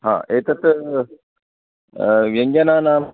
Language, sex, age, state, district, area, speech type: Sanskrit, male, 30-45, Karnataka, Dakshina Kannada, rural, conversation